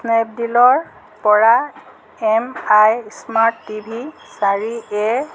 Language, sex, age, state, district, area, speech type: Assamese, female, 45-60, Assam, Jorhat, urban, read